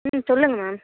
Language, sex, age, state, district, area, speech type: Tamil, female, 30-45, Tamil Nadu, Nagapattinam, rural, conversation